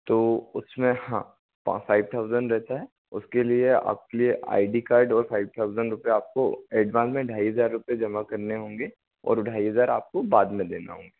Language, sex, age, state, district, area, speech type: Hindi, male, 60+, Madhya Pradesh, Bhopal, urban, conversation